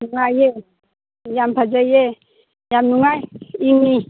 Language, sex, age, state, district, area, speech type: Manipuri, female, 60+, Manipur, Churachandpur, urban, conversation